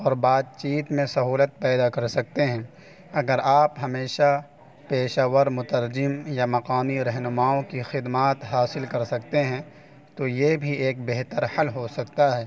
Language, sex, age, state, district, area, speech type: Urdu, male, 18-30, Uttar Pradesh, Saharanpur, urban, spontaneous